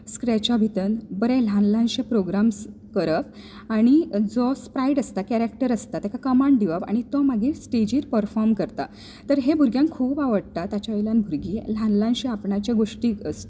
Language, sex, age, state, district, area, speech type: Goan Konkani, female, 30-45, Goa, Bardez, rural, spontaneous